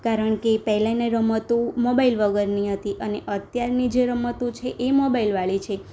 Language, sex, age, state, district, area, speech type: Gujarati, female, 18-30, Gujarat, Anand, rural, spontaneous